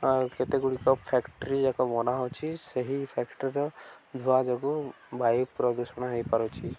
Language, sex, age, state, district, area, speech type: Odia, male, 18-30, Odisha, Koraput, urban, spontaneous